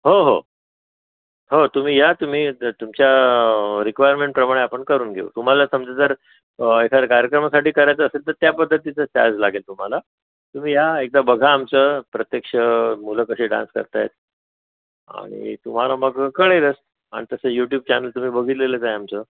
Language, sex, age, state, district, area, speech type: Marathi, male, 60+, Maharashtra, Mumbai Suburban, urban, conversation